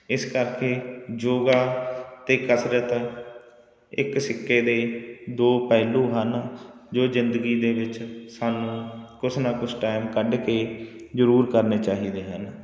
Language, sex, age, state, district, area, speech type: Punjabi, male, 45-60, Punjab, Barnala, rural, spontaneous